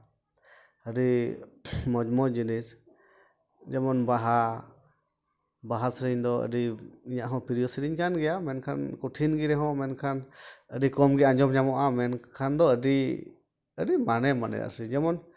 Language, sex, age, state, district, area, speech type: Santali, male, 30-45, West Bengal, Dakshin Dinajpur, rural, spontaneous